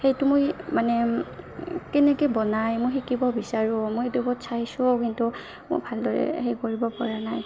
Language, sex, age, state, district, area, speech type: Assamese, female, 18-30, Assam, Barpeta, rural, spontaneous